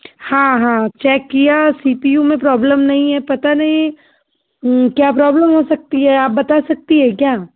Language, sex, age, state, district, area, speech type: Hindi, female, 30-45, Madhya Pradesh, Betul, urban, conversation